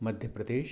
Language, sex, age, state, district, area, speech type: Hindi, male, 60+, Madhya Pradesh, Balaghat, rural, spontaneous